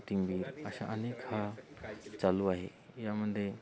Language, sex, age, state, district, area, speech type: Marathi, male, 18-30, Maharashtra, Hingoli, urban, spontaneous